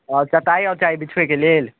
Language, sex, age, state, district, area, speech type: Maithili, male, 18-30, Bihar, Madhubani, rural, conversation